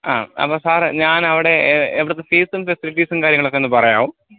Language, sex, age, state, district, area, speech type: Malayalam, male, 30-45, Kerala, Alappuzha, rural, conversation